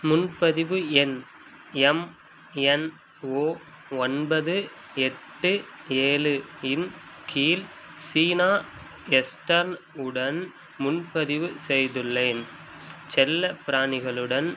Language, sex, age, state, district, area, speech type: Tamil, male, 18-30, Tamil Nadu, Madurai, urban, read